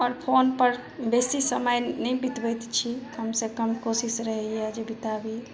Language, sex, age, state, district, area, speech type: Maithili, female, 45-60, Bihar, Madhubani, rural, spontaneous